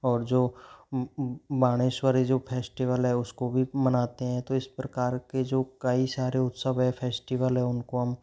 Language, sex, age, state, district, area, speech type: Hindi, male, 30-45, Rajasthan, Jodhpur, urban, spontaneous